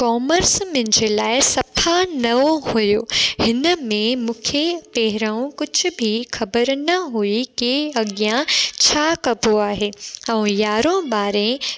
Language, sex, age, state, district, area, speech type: Sindhi, female, 18-30, Gujarat, Junagadh, urban, spontaneous